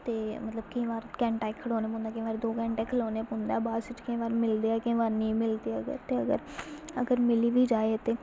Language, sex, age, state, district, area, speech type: Dogri, female, 18-30, Jammu and Kashmir, Samba, rural, spontaneous